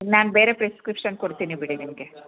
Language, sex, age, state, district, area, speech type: Kannada, female, 30-45, Karnataka, Hassan, rural, conversation